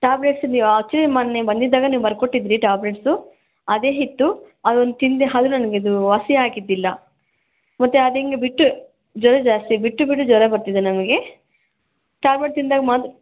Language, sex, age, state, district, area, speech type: Kannada, female, 18-30, Karnataka, Bangalore Rural, rural, conversation